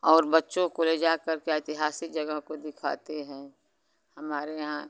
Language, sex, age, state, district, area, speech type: Hindi, female, 60+, Uttar Pradesh, Chandauli, rural, spontaneous